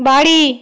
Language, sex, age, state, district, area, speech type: Bengali, female, 30-45, West Bengal, North 24 Parganas, rural, read